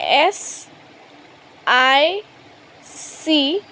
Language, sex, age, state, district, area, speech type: Assamese, female, 18-30, Assam, Lakhimpur, rural, read